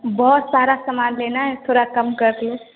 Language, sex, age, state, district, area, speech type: Hindi, female, 18-30, Bihar, Vaishali, rural, conversation